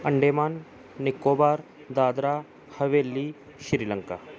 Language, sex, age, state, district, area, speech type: Punjabi, male, 30-45, Punjab, Gurdaspur, urban, spontaneous